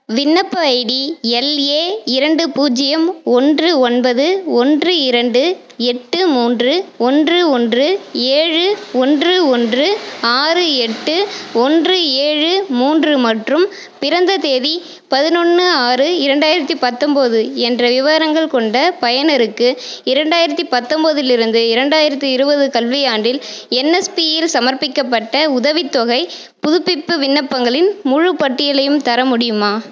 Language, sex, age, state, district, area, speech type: Tamil, female, 18-30, Tamil Nadu, Cuddalore, rural, read